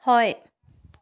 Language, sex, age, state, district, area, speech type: Assamese, female, 18-30, Assam, Sivasagar, rural, read